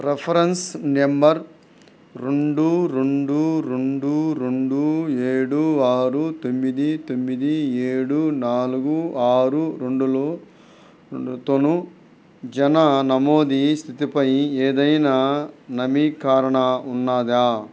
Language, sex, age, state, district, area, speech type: Telugu, male, 45-60, Andhra Pradesh, Nellore, rural, read